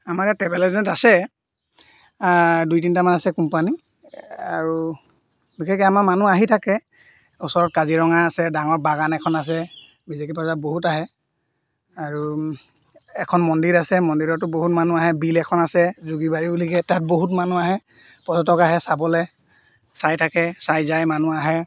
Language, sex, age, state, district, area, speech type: Assamese, male, 45-60, Assam, Golaghat, rural, spontaneous